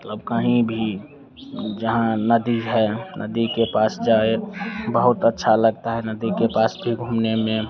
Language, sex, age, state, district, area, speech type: Hindi, male, 30-45, Bihar, Madhepura, rural, spontaneous